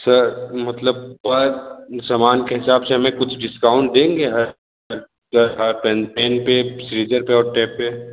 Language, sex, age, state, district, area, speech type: Hindi, male, 18-30, Uttar Pradesh, Sonbhadra, rural, conversation